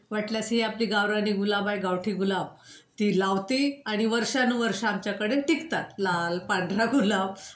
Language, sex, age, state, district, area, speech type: Marathi, female, 60+, Maharashtra, Wardha, urban, spontaneous